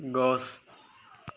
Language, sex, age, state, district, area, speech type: Assamese, male, 18-30, Assam, Jorhat, urban, read